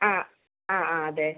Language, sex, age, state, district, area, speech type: Malayalam, female, 45-60, Kerala, Palakkad, rural, conversation